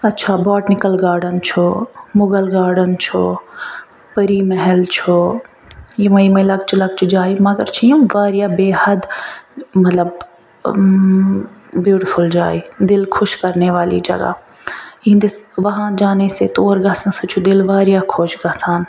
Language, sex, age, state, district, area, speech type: Kashmiri, female, 60+, Jammu and Kashmir, Ganderbal, rural, spontaneous